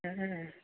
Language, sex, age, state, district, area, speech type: Bodo, male, 18-30, Assam, Baksa, rural, conversation